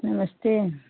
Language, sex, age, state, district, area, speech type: Hindi, female, 45-60, Uttar Pradesh, Pratapgarh, rural, conversation